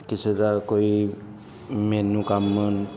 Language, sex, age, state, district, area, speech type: Punjabi, male, 30-45, Punjab, Ludhiana, urban, spontaneous